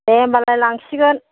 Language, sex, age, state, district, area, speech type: Bodo, female, 60+, Assam, Kokrajhar, rural, conversation